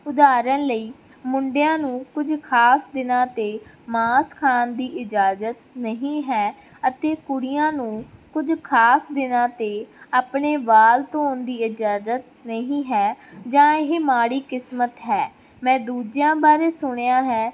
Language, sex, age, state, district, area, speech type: Punjabi, female, 18-30, Punjab, Barnala, rural, spontaneous